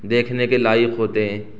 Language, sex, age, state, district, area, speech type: Urdu, male, 30-45, Uttar Pradesh, Saharanpur, urban, spontaneous